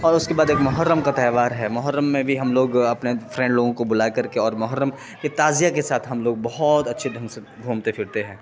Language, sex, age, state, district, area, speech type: Urdu, male, 30-45, Bihar, Khagaria, rural, spontaneous